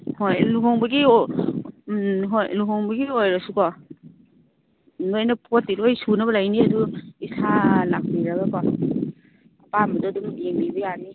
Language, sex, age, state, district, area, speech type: Manipuri, female, 30-45, Manipur, Kangpokpi, urban, conversation